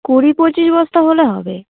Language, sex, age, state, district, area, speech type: Bengali, female, 18-30, West Bengal, Darjeeling, urban, conversation